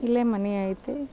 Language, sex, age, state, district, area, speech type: Kannada, female, 30-45, Karnataka, Bidar, urban, spontaneous